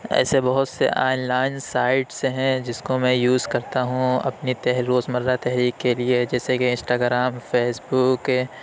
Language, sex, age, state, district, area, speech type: Urdu, male, 18-30, Uttar Pradesh, Lucknow, urban, spontaneous